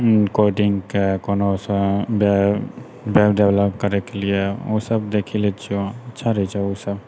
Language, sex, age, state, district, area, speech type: Maithili, male, 18-30, Bihar, Purnia, rural, spontaneous